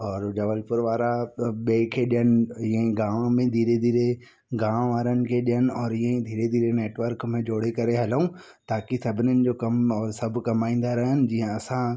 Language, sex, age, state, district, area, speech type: Sindhi, male, 45-60, Madhya Pradesh, Katni, urban, spontaneous